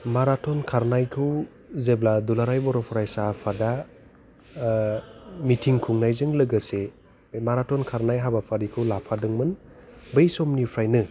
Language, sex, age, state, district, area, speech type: Bodo, male, 30-45, Assam, Udalguri, urban, spontaneous